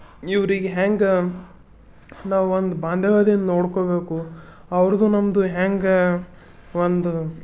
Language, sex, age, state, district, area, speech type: Kannada, male, 30-45, Karnataka, Bidar, urban, spontaneous